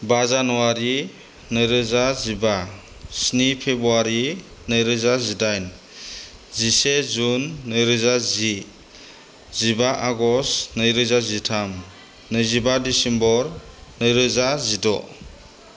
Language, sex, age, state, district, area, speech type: Bodo, male, 30-45, Assam, Chirang, rural, spontaneous